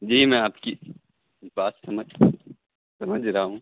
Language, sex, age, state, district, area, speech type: Urdu, male, 30-45, Bihar, Supaul, rural, conversation